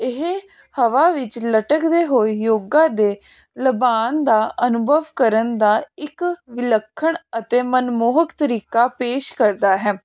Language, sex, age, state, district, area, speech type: Punjabi, female, 18-30, Punjab, Jalandhar, urban, spontaneous